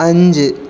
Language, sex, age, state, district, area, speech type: Malayalam, male, 30-45, Kerala, Kasaragod, rural, read